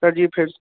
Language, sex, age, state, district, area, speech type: Maithili, male, 30-45, Bihar, Purnia, rural, conversation